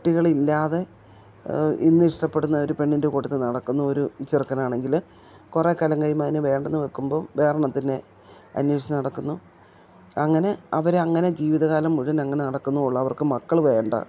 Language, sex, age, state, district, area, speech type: Malayalam, female, 60+, Kerala, Idukki, rural, spontaneous